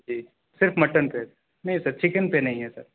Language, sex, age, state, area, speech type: Urdu, male, 18-30, Uttar Pradesh, urban, conversation